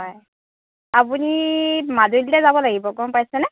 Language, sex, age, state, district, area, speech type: Assamese, female, 60+, Assam, Lakhimpur, urban, conversation